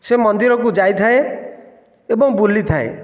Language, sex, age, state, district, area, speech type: Odia, male, 30-45, Odisha, Nayagarh, rural, spontaneous